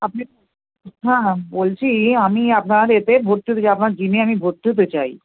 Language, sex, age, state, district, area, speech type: Bengali, female, 60+, West Bengal, North 24 Parganas, rural, conversation